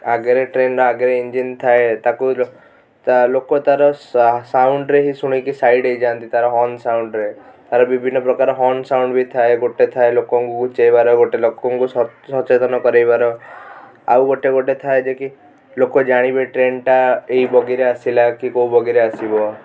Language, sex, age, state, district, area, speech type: Odia, male, 18-30, Odisha, Cuttack, urban, spontaneous